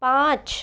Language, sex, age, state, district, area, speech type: Hindi, female, 30-45, Rajasthan, Jaipur, urban, read